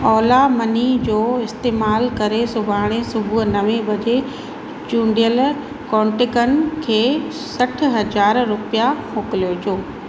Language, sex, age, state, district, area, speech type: Sindhi, female, 30-45, Madhya Pradesh, Katni, urban, read